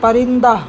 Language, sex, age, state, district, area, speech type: Urdu, male, 18-30, Bihar, Purnia, rural, read